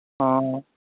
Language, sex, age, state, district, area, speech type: Manipuri, male, 30-45, Manipur, Kangpokpi, urban, conversation